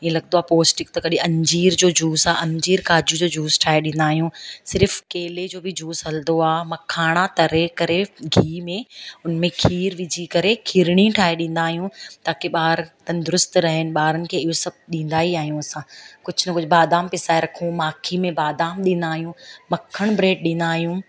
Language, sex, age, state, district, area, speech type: Sindhi, female, 30-45, Gujarat, Surat, urban, spontaneous